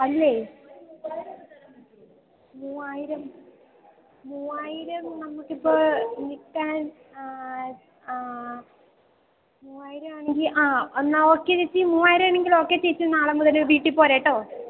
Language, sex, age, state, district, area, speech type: Malayalam, female, 18-30, Kerala, Idukki, rural, conversation